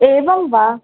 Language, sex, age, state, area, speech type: Sanskrit, female, 18-30, Rajasthan, urban, conversation